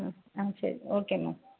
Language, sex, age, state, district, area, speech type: Tamil, female, 30-45, Tamil Nadu, Thoothukudi, rural, conversation